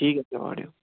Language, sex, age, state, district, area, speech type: Assamese, male, 18-30, Assam, Sivasagar, rural, conversation